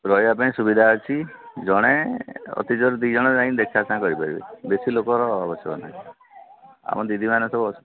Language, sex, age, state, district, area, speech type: Odia, male, 45-60, Odisha, Sambalpur, rural, conversation